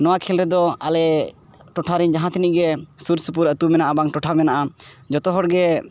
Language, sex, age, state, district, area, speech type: Santali, male, 18-30, Jharkhand, East Singhbhum, rural, spontaneous